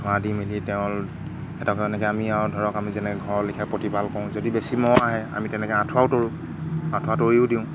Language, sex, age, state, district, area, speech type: Assamese, male, 30-45, Assam, Golaghat, rural, spontaneous